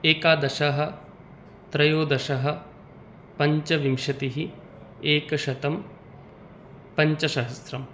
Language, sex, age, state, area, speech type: Sanskrit, male, 18-30, Tripura, rural, spontaneous